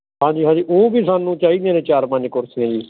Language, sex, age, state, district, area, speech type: Punjabi, male, 30-45, Punjab, Ludhiana, rural, conversation